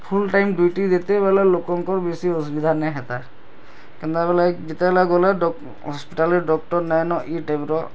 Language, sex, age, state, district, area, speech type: Odia, male, 30-45, Odisha, Bargarh, rural, spontaneous